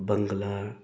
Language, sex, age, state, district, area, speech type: Manipuri, male, 18-30, Manipur, Thoubal, rural, read